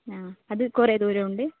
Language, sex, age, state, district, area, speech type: Malayalam, female, 18-30, Kerala, Kannur, rural, conversation